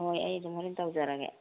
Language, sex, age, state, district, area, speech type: Manipuri, female, 60+, Manipur, Kangpokpi, urban, conversation